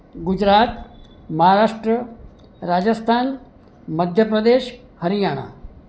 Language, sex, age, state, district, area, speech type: Gujarati, male, 60+, Gujarat, Surat, urban, spontaneous